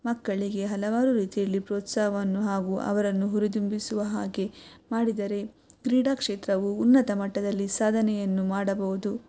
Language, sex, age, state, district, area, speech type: Kannada, female, 18-30, Karnataka, Shimoga, rural, spontaneous